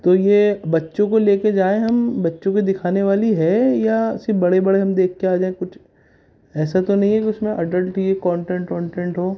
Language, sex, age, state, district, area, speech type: Urdu, male, 18-30, Delhi, North East Delhi, urban, spontaneous